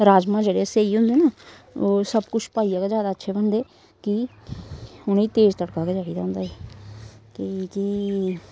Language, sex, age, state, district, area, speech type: Dogri, female, 30-45, Jammu and Kashmir, Samba, rural, spontaneous